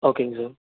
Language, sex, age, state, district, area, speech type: Tamil, male, 18-30, Tamil Nadu, Nilgiris, urban, conversation